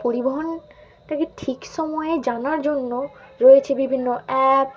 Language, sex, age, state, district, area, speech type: Bengali, female, 18-30, West Bengal, Malda, urban, spontaneous